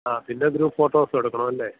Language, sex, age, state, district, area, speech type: Malayalam, male, 30-45, Kerala, Thiruvananthapuram, rural, conversation